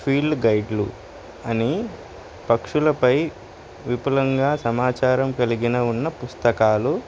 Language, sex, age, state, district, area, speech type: Telugu, male, 18-30, Telangana, Suryapet, urban, spontaneous